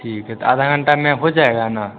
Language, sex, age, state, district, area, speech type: Hindi, male, 18-30, Bihar, Vaishali, rural, conversation